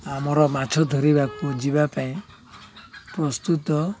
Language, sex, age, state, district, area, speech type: Odia, male, 45-60, Odisha, Koraput, urban, spontaneous